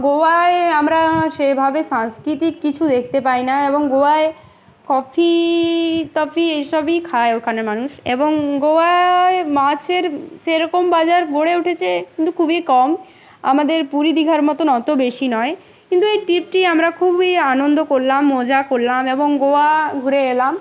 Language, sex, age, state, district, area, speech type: Bengali, female, 18-30, West Bengal, Uttar Dinajpur, urban, spontaneous